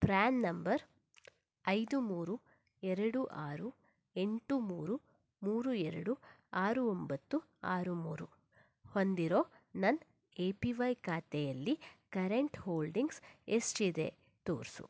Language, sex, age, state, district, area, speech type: Kannada, female, 30-45, Karnataka, Shimoga, rural, read